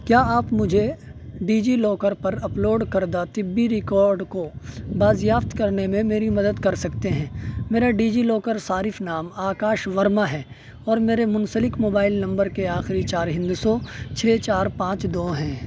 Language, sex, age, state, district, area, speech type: Urdu, male, 18-30, Uttar Pradesh, Saharanpur, urban, read